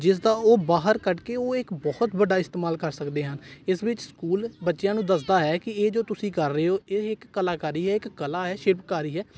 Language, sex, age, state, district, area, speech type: Punjabi, male, 18-30, Punjab, Gurdaspur, rural, spontaneous